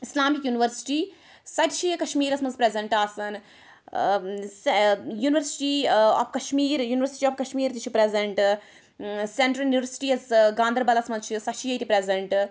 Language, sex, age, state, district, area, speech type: Kashmiri, female, 18-30, Jammu and Kashmir, Anantnag, rural, spontaneous